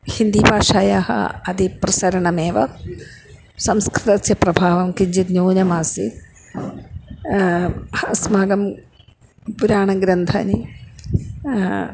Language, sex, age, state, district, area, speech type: Sanskrit, female, 60+, Kerala, Kannur, urban, spontaneous